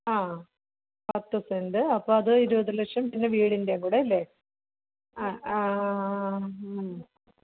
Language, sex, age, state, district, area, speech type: Malayalam, female, 30-45, Kerala, Pathanamthitta, rural, conversation